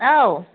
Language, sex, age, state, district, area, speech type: Bodo, female, 45-60, Assam, Kokrajhar, urban, conversation